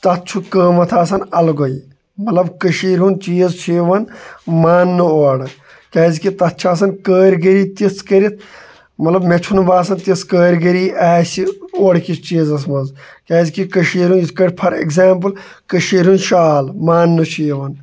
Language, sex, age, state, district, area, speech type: Kashmiri, male, 18-30, Jammu and Kashmir, Shopian, rural, spontaneous